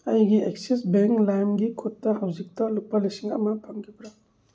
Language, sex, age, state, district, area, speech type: Manipuri, male, 45-60, Manipur, Thoubal, rural, read